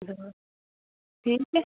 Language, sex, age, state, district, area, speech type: Hindi, female, 18-30, Rajasthan, Nagaur, rural, conversation